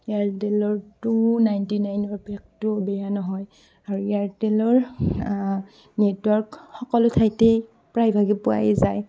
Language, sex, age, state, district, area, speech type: Assamese, female, 18-30, Assam, Barpeta, rural, spontaneous